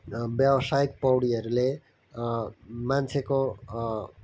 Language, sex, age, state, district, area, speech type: Nepali, male, 18-30, West Bengal, Kalimpong, rural, spontaneous